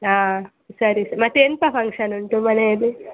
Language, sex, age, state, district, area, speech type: Kannada, female, 18-30, Karnataka, Chitradurga, rural, conversation